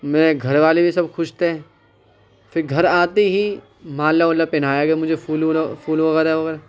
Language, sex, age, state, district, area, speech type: Urdu, male, 18-30, Uttar Pradesh, Ghaziabad, urban, spontaneous